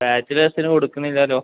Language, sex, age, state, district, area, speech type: Malayalam, male, 18-30, Kerala, Kozhikode, urban, conversation